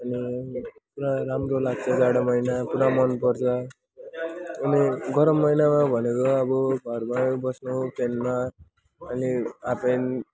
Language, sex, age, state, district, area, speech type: Nepali, male, 18-30, West Bengal, Jalpaiguri, rural, spontaneous